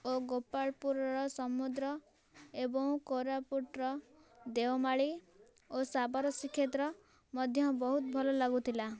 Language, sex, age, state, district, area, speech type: Odia, female, 18-30, Odisha, Nayagarh, rural, spontaneous